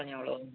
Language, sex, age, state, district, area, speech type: Malayalam, female, 45-60, Kerala, Kottayam, rural, conversation